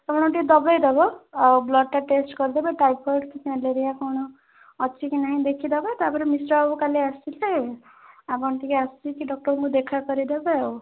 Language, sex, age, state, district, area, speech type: Odia, female, 18-30, Odisha, Bhadrak, rural, conversation